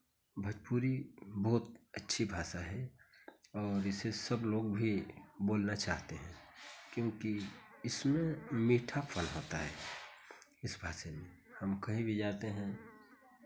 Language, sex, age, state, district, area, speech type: Hindi, male, 45-60, Uttar Pradesh, Chandauli, rural, spontaneous